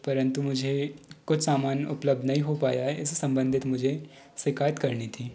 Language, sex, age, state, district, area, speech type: Hindi, male, 45-60, Madhya Pradesh, Balaghat, rural, spontaneous